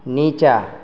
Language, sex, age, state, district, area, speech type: Maithili, male, 60+, Bihar, Sitamarhi, rural, read